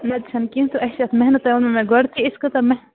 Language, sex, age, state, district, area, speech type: Kashmiri, female, 18-30, Jammu and Kashmir, Bandipora, rural, conversation